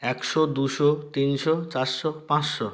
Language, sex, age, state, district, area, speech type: Bengali, male, 30-45, West Bengal, South 24 Parganas, rural, spontaneous